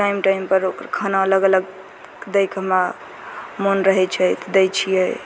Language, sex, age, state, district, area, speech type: Maithili, female, 18-30, Bihar, Begusarai, urban, spontaneous